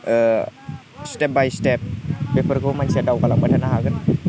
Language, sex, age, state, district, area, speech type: Bodo, male, 18-30, Assam, Udalguri, rural, spontaneous